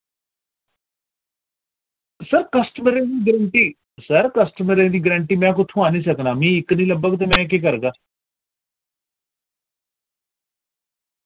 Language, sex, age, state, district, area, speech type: Dogri, male, 45-60, Jammu and Kashmir, Jammu, urban, conversation